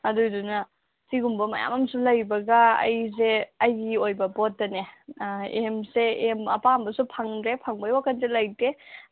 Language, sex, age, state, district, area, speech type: Manipuri, female, 18-30, Manipur, Senapati, rural, conversation